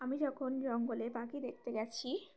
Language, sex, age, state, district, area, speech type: Bengali, female, 18-30, West Bengal, Uttar Dinajpur, urban, spontaneous